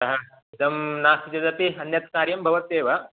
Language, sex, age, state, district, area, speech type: Sanskrit, male, 30-45, Karnataka, Udupi, rural, conversation